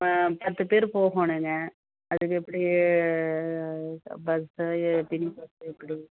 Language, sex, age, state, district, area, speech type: Tamil, female, 45-60, Tamil Nadu, Tiruppur, rural, conversation